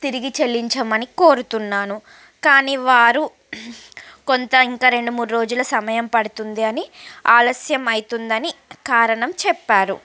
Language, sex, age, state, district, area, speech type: Telugu, female, 45-60, Andhra Pradesh, Srikakulam, urban, spontaneous